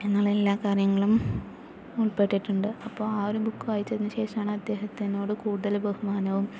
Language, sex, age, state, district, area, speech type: Malayalam, female, 18-30, Kerala, Palakkad, urban, spontaneous